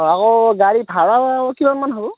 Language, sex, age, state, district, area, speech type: Assamese, male, 18-30, Assam, Morigaon, rural, conversation